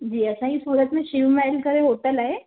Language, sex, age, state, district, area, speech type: Sindhi, female, 18-30, Gujarat, Surat, urban, conversation